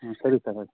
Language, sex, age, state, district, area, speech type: Kannada, male, 18-30, Karnataka, Chikkamagaluru, rural, conversation